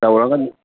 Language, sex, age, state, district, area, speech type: Manipuri, male, 60+, Manipur, Imphal East, rural, conversation